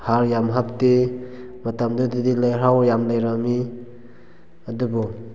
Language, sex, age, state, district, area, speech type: Manipuri, male, 18-30, Manipur, Kakching, rural, spontaneous